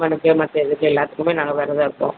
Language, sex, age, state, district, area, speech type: Tamil, female, 60+, Tamil Nadu, Virudhunagar, rural, conversation